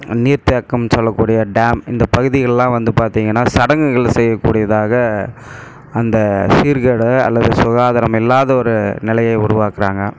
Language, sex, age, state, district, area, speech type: Tamil, male, 45-60, Tamil Nadu, Krishnagiri, rural, spontaneous